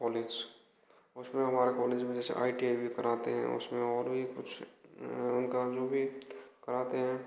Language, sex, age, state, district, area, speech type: Hindi, male, 18-30, Rajasthan, Bharatpur, rural, spontaneous